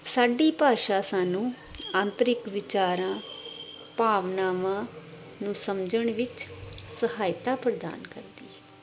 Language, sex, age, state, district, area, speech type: Punjabi, female, 45-60, Punjab, Tarn Taran, urban, spontaneous